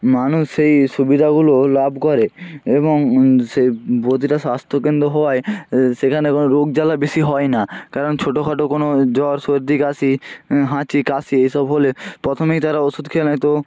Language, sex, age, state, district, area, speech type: Bengali, male, 18-30, West Bengal, North 24 Parganas, rural, spontaneous